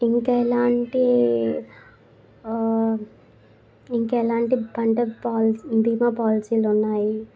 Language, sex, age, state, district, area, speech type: Telugu, female, 18-30, Telangana, Sangareddy, urban, spontaneous